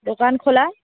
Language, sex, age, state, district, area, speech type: Bengali, female, 30-45, West Bengal, Darjeeling, urban, conversation